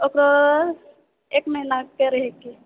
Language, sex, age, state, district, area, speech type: Maithili, female, 18-30, Bihar, Purnia, rural, conversation